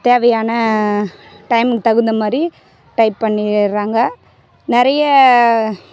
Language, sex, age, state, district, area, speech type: Tamil, female, 18-30, Tamil Nadu, Tiruvannamalai, rural, spontaneous